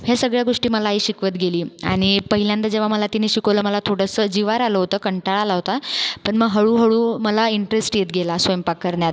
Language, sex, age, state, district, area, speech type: Marathi, female, 30-45, Maharashtra, Buldhana, rural, spontaneous